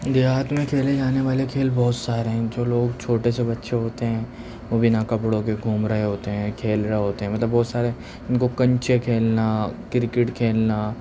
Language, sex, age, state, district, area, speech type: Urdu, male, 18-30, Delhi, Central Delhi, urban, spontaneous